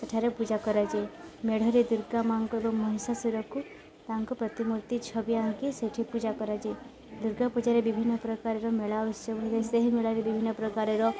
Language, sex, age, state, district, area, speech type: Odia, female, 18-30, Odisha, Subarnapur, urban, spontaneous